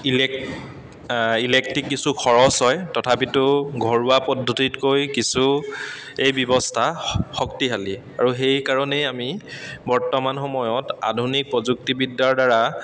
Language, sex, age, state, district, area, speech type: Assamese, male, 30-45, Assam, Dibrugarh, rural, spontaneous